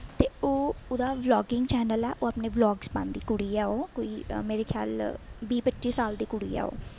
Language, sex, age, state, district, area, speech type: Dogri, female, 18-30, Jammu and Kashmir, Jammu, rural, spontaneous